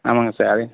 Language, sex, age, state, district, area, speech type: Tamil, male, 30-45, Tamil Nadu, Ariyalur, rural, conversation